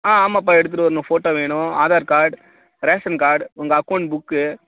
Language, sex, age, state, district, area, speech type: Tamil, male, 30-45, Tamil Nadu, Tiruchirappalli, rural, conversation